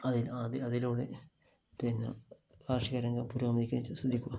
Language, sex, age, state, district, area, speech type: Malayalam, male, 45-60, Kerala, Kasaragod, rural, spontaneous